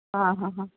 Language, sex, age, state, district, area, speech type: Hindi, female, 30-45, Madhya Pradesh, Seoni, urban, conversation